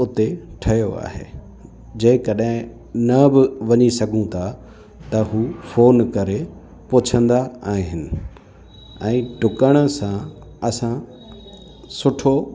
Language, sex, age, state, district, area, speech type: Sindhi, male, 30-45, Gujarat, Kutch, rural, spontaneous